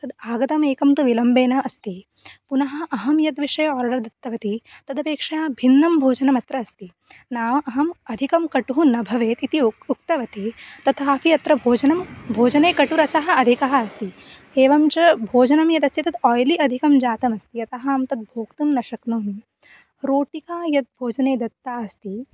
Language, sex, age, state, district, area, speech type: Sanskrit, female, 18-30, Maharashtra, Sindhudurg, rural, spontaneous